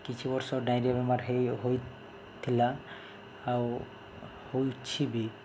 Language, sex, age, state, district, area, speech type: Odia, male, 30-45, Odisha, Balangir, urban, spontaneous